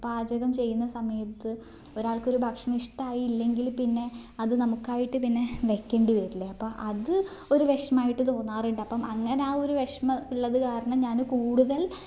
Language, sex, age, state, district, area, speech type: Malayalam, female, 18-30, Kerala, Kannur, rural, spontaneous